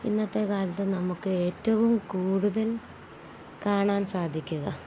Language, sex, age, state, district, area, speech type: Malayalam, female, 30-45, Kerala, Kozhikode, rural, spontaneous